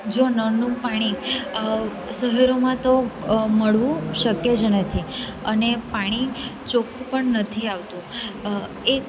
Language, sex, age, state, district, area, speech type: Gujarati, female, 18-30, Gujarat, Valsad, urban, spontaneous